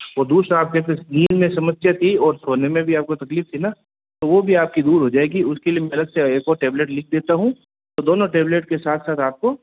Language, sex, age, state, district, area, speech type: Hindi, male, 45-60, Rajasthan, Jodhpur, urban, conversation